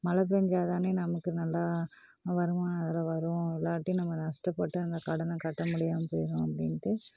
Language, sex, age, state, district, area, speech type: Tamil, female, 30-45, Tamil Nadu, Namakkal, rural, spontaneous